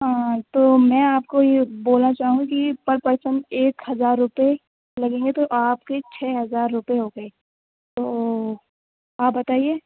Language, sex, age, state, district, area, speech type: Urdu, female, 18-30, Uttar Pradesh, Aligarh, urban, conversation